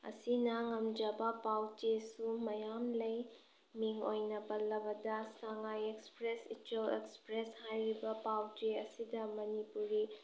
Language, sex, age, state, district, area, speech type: Manipuri, female, 18-30, Manipur, Tengnoupal, rural, spontaneous